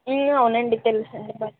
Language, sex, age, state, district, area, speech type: Telugu, female, 18-30, Andhra Pradesh, Konaseema, urban, conversation